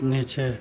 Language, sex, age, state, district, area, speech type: Hindi, male, 60+, Uttar Pradesh, Mau, rural, read